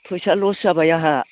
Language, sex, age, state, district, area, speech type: Bodo, female, 60+, Assam, Udalguri, rural, conversation